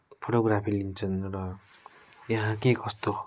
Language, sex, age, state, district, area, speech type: Nepali, male, 30-45, West Bengal, Darjeeling, rural, spontaneous